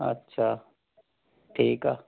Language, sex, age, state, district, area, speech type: Sindhi, male, 45-60, Delhi, South Delhi, urban, conversation